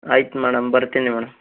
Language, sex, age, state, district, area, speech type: Kannada, male, 18-30, Karnataka, Bidar, urban, conversation